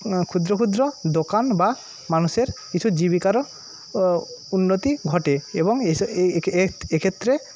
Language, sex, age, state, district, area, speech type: Bengali, male, 30-45, West Bengal, Paschim Medinipur, rural, spontaneous